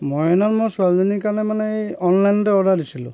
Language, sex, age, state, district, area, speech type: Assamese, male, 45-60, Assam, Sivasagar, rural, spontaneous